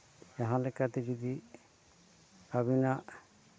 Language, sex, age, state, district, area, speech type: Santali, male, 60+, Jharkhand, East Singhbhum, rural, spontaneous